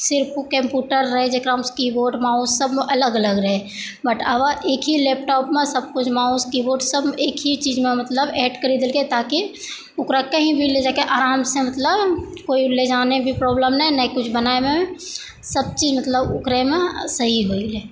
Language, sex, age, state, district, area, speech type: Maithili, female, 18-30, Bihar, Purnia, rural, spontaneous